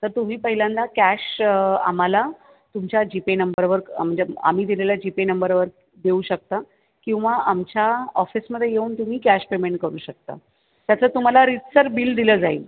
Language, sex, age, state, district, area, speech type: Marathi, female, 30-45, Maharashtra, Thane, urban, conversation